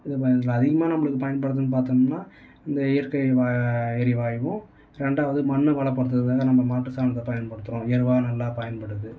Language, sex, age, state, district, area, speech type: Tamil, male, 18-30, Tamil Nadu, Tiruvannamalai, urban, spontaneous